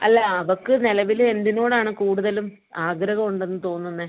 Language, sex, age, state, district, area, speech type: Malayalam, female, 30-45, Kerala, Idukki, rural, conversation